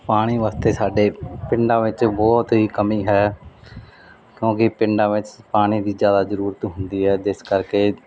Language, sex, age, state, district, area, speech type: Punjabi, male, 30-45, Punjab, Mansa, urban, spontaneous